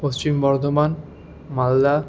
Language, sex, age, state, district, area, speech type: Bengali, male, 18-30, West Bengal, Paschim Bardhaman, rural, spontaneous